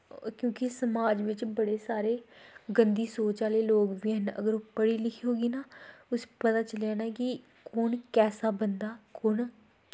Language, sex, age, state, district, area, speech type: Dogri, female, 18-30, Jammu and Kashmir, Kathua, rural, spontaneous